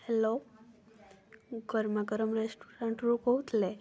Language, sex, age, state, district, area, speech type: Odia, female, 18-30, Odisha, Mayurbhanj, rural, spontaneous